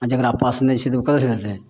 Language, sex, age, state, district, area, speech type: Maithili, male, 60+, Bihar, Madhepura, rural, spontaneous